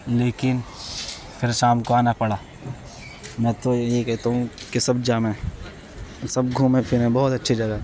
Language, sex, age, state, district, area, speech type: Urdu, male, 18-30, Uttar Pradesh, Gautam Buddha Nagar, rural, spontaneous